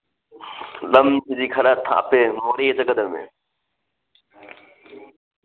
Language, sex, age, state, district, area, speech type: Manipuri, male, 30-45, Manipur, Thoubal, rural, conversation